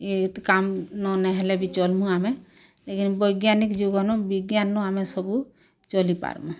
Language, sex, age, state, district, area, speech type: Odia, female, 45-60, Odisha, Bargarh, urban, spontaneous